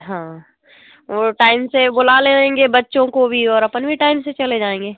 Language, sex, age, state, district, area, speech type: Hindi, female, 18-30, Madhya Pradesh, Hoshangabad, urban, conversation